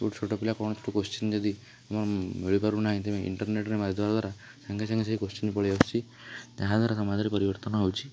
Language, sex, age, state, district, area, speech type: Odia, male, 18-30, Odisha, Nayagarh, rural, spontaneous